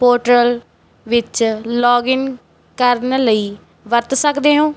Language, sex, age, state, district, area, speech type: Punjabi, female, 18-30, Punjab, Barnala, rural, read